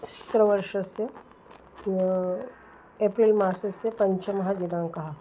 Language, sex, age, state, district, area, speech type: Sanskrit, female, 60+, Maharashtra, Nagpur, urban, spontaneous